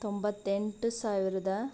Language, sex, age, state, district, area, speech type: Kannada, female, 30-45, Karnataka, Bidar, urban, spontaneous